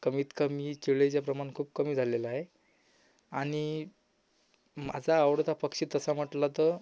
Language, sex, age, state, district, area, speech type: Marathi, male, 18-30, Maharashtra, Amravati, urban, spontaneous